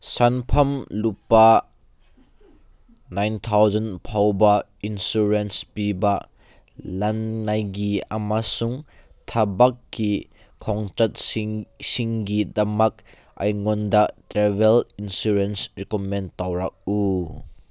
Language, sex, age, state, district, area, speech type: Manipuri, male, 18-30, Manipur, Kangpokpi, urban, read